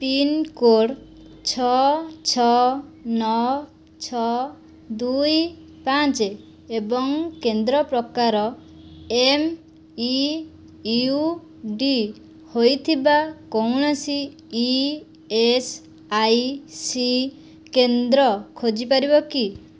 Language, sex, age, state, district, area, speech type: Odia, female, 18-30, Odisha, Jajpur, rural, read